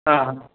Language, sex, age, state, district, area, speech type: Marathi, male, 18-30, Maharashtra, Sindhudurg, rural, conversation